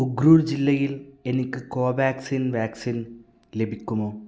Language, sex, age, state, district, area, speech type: Malayalam, male, 18-30, Kerala, Kasaragod, rural, read